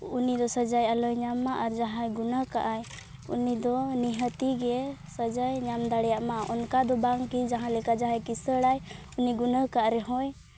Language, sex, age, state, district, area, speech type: Santali, female, 18-30, Jharkhand, Seraikela Kharsawan, rural, spontaneous